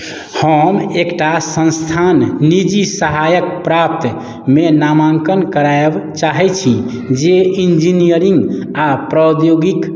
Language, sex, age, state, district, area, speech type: Maithili, male, 30-45, Bihar, Madhubani, rural, read